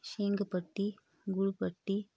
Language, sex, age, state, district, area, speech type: Marathi, female, 45-60, Maharashtra, Hingoli, urban, spontaneous